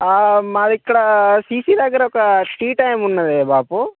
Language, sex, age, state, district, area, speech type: Telugu, male, 45-60, Telangana, Mancherial, rural, conversation